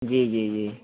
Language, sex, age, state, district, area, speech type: Hindi, male, 30-45, Uttar Pradesh, Lucknow, rural, conversation